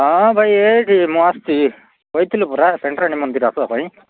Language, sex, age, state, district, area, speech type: Odia, male, 45-60, Odisha, Nabarangpur, rural, conversation